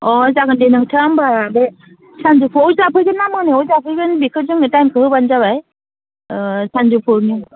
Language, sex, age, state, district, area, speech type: Bodo, female, 45-60, Assam, Udalguri, urban, conversation